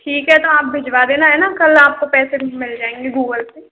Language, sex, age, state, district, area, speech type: Hindi, female, 18-30, Rajasthan, Karauli, urban, conversation